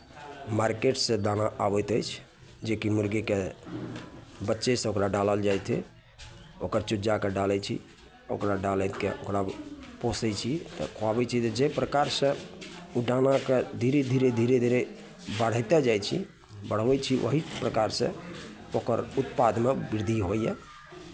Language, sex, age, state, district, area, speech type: Maithili, male, 45-60, Bihar, Araria, rural, spontaneous